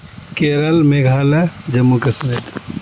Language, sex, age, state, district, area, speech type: Urdu, male, 18-30, Bihar, Supaul, rural, spontaneous